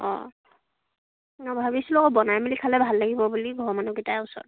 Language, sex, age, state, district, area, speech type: Assamese, female, 18-30, Assam, Charaideo, rural, conversation